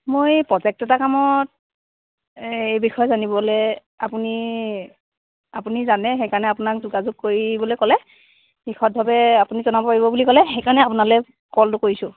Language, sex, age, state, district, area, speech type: Assamese, female, 30-45, Assam, Sivasagar, urban, conversation